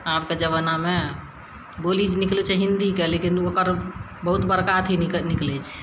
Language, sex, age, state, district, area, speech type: Maithili, female, 60+, Bihar, Madhepura, urban, spontaneous